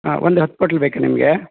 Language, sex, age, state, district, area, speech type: Kannada, male, 30-45, Karnataka, Udupi, rural, conversation